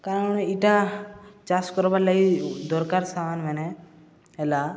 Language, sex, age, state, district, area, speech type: Odia, male, 18-30, Odisha, Subarnapur, urban, spontaneous